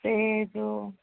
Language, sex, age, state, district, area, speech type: Odia, female, 45-60, Odisha, Ganjam, urban, conversation